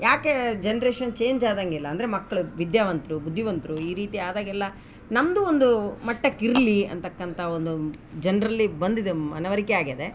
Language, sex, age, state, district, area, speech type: Kannada, female, 45-60, Karnataka, Vijayanagara, rural, spontaneous